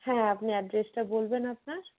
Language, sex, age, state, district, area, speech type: Bengali, female, 45-60, West Bengal, Purba Bardhaman, urban, conversation